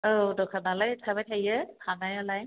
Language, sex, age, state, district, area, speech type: Bodo, female, 45-60, Assam, Chirang, rural, conversation